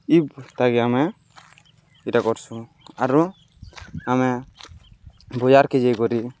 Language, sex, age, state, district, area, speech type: Odia, male, 18-30, Odisha, Balangir, urban, spontaneous